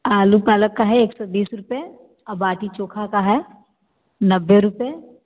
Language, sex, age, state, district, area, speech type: Hindi, female, 30-45, Uttar Pradesh, Varanasi, rural, conversation